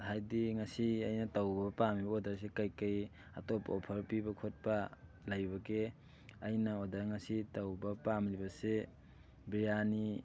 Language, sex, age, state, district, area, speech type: Manipuri, male, 18-30, Manipur, Thoubal, rural, spontaneous